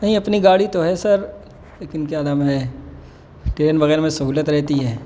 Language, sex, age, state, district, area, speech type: Urdu, male, 18-30, Uttar Pradesh, Muzaffarnagar, urban, spontaneous